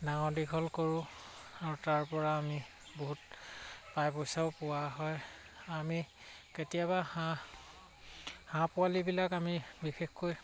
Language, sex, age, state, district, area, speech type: Assamese, male, 45-60, Assam, Charaideo, rural, spontaneous